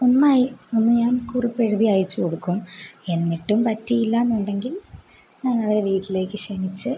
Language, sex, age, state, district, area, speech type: Malayalam, female, 18-30, Kerala, Kottayam, rural, spontaneous